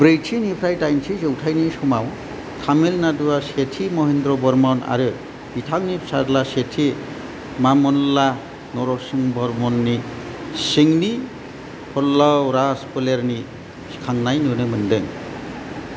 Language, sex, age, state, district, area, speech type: Bodo, male, 45-60, Assam, Chirang, urban, read